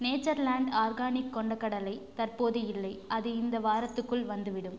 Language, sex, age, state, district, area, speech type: Tamil, female, 18-30, Tamil Nadu, Tiruchirappalli, rural, read